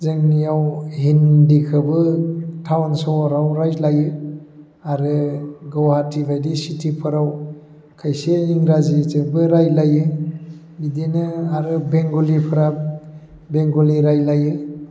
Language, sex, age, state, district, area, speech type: Bodo, male, 45-60, Assam, Baksa, urban, spontaneous